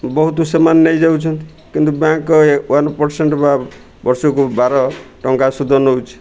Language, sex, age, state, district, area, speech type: Odia, male, 60+, Odisha, Kendrapara, urban, spontaneous